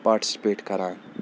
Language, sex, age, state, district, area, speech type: Kashmiri, male, 18-30, Jammu and Kashmir, Srinagar, urban, spontaneous